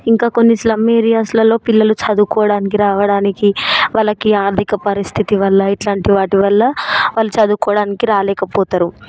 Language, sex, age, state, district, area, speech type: Telugu, female, 18-30, Telangana, Hyderabad, urban, spontaneous